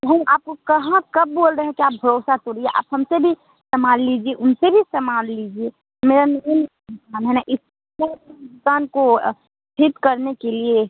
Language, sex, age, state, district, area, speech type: Hindi, female, 18-30, Bihar, Muzaffarpur, rural, conversation